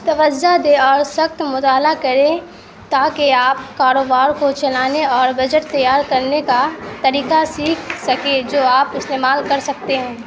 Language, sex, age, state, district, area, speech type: Urdu, female, 18-30, Bihar, Supaul, rural, read